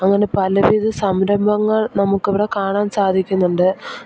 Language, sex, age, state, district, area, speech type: Malayalam, female, 18-30, Kerala, Idukki, rural, spontaneous